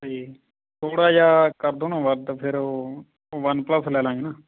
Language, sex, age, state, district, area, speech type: Punjabi, male, 30-45, Punjab, Fazilka, rural, conversation